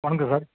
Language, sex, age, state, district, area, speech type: Tamil, male, 60+, Tamil Nadu, Nilgiris, rural, conversation